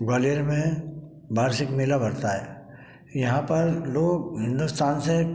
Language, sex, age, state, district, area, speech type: Hindi, male, 60+, Madhya Pradesh, Gwalior, rural, spontaneous